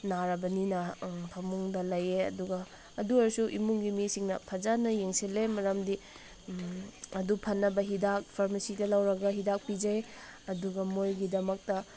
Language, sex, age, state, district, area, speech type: Manipuri, female, 18-30, Manipur, Senapati, rural, spontaneous